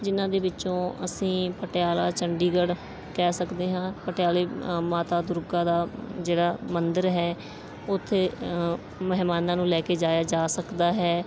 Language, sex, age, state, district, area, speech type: Punjabi, female, 18-30, Punjab, Bathinda, rural, spontaneous